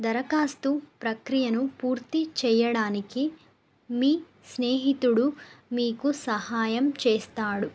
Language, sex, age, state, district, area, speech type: Telugu, female, 18-30, Telangana, Nagarkurnool, urban, spontaneous